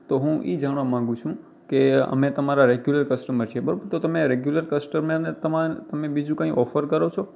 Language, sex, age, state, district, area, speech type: Gujarati, male, 18-30, Gujarat, Kutch, rural, spontaneous